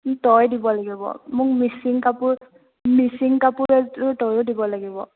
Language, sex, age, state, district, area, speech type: Assamese, female, 18-30, Assam, Sonitpur, rural, conversation